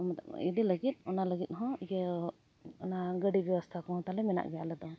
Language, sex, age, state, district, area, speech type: Santali, female, 45-60, Jharkhand, Bokaro, rural, spontaneous